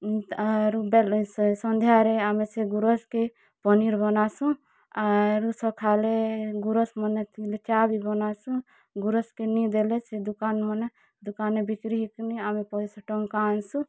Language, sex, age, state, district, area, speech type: Odia, female, 45-60, Odisha, Kalahandi, rural, spontaneous